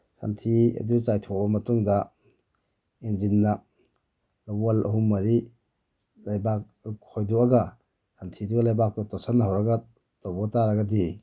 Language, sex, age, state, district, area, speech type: Manipuri, male, 30-45, Manipur, Bishnupur, rural, spontaneous